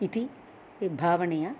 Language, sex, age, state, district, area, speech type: Sanskrit, female, 60+, Andhra Pradesh, Chittoor, urban, spontaneous